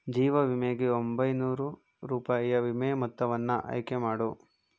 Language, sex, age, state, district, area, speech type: Kannada, male, 18-30, Karnataka, Tumkur, urban, read